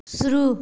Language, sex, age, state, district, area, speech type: Hindi, female, 45-60, Bihar, Vaishali, urban, read